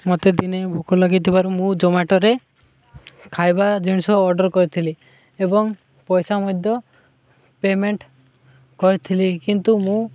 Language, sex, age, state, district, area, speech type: Odia, male, 18-30, Odisha, Malkangiri, urban, spontaneous